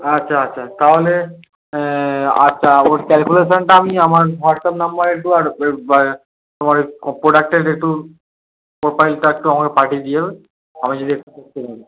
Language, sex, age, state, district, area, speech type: Bengali, male, 18-30, West Bengal, Darjeeling, rural, conversation